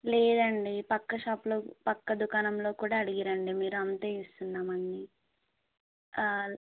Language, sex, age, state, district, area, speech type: Telugu, female, 18-30, Telangana, Nalgonda, urban, conversation